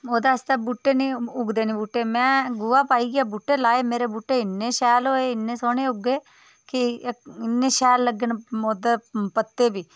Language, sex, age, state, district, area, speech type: Dogri, female, 30-45, Jammu and Kashmir, Udhampur, rural, spontaneous